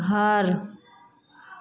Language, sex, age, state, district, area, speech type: Maithili, female, 18-30, Bihar, Sitamarhi, rural, read